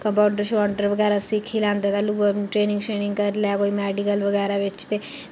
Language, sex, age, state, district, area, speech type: Dogri, female, 30-45, Jammu and Kashmir, Udhampur, urban, spontaneous